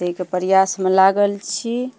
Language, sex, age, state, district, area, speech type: Maithili, female, 45-60, Bihar, Madhubani, rural, spontaneous